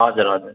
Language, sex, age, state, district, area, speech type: Nepali, male, 18-30, West Bengal, Darjeeling, rural, conversation